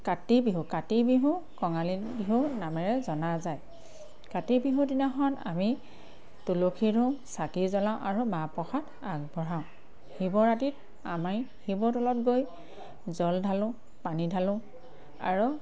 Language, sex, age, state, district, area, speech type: Assamese, female, 30-45, Assam, Sivasagar, rural, spontaneous